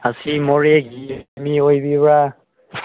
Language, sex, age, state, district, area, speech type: Manipuri, male, 18-30, Manipur, Senapati, rural, conversation